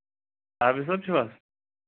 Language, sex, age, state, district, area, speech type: Kashmiri, male, 18-30, Jammu and Kashmir, Anantnag, rural, conversation